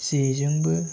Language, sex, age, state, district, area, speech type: Bodo, male, 30-45, Assam, Chirang, rural, spontaneous